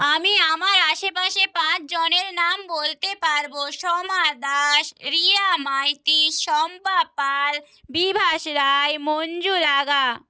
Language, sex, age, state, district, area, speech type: Bengali, female, 30-45, West Bengal, Nadia, rural, spontaneous